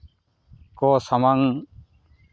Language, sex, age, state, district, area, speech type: Santali, male, 45-60, Jharkhand, Seraikela Kharsawan, rural, spontaneous